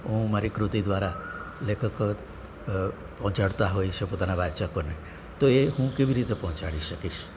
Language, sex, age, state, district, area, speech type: Gujarati, male, 60+, Gujarat, Surat, urban, spontaneous